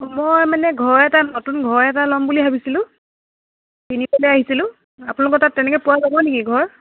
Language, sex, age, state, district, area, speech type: Assamese, female, 45-60, Assam, Dibrugarh, rural, conversation